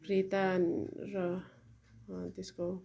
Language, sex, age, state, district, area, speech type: Nepali, female, 45-60, West Bengal, Darjeeling, rural, spontaneous